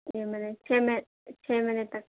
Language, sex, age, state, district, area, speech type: Urdu, female, 18-30, Telangana, Hyderabad, urban, conversation